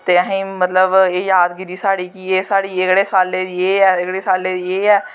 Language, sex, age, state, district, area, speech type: Dogri, female, 18-30, Jammu and Kashmir, Jammu, rural, spontaneous